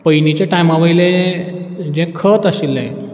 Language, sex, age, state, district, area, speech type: Goan Konkani, male, 30-45, Goa, Ponda, rural, spontaneous